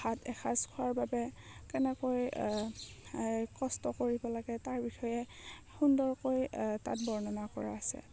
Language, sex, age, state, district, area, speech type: Assamese, female, 18-30, Assam, Darrang, rural, spontaneous